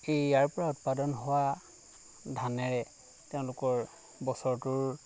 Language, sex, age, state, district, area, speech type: Assamese, male, 30-45, Assam, Lakhimpur, rural, spontaneous